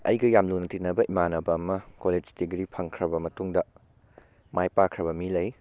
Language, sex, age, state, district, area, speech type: Manipuri, male, 18-30, Manipur, Bishnupur, rural, spontaneous